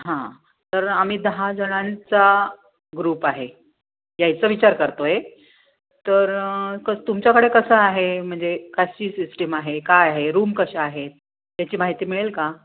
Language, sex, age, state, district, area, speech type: Marathi, female, 45-60, Maharashtra, Nashik, urban, conversation